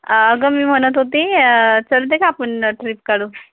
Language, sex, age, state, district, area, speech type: Marathi, female, 30-45, Maharashtra, Yavatmal, rural, conversation